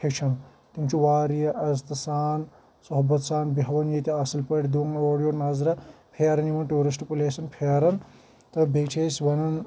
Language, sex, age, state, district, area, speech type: Kashmiri, male, 18-30, Jammu and Kashmir, Shopian, rural, spontaneous